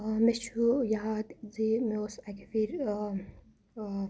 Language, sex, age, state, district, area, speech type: Kashmiri, female, 18-30, Jammu and Kashmir, Kupwara, rural, spontaneous